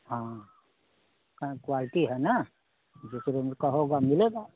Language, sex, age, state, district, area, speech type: Hindi, male, 60+, Uttar Pradesh, Chandauli, rural, conversation